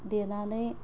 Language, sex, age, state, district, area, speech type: Bodo, female, 30-45, Assam, Udalguri, urban, spontaneous